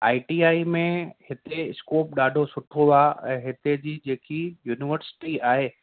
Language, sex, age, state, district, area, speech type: Sindhi, male, 30-45, Gujarat, Kutch, rural, conversation